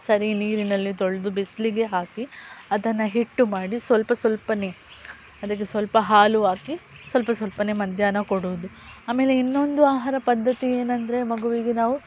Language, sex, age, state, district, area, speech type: Kannada, female, 30-45, Karnataka, Udupi, rural, spontaneous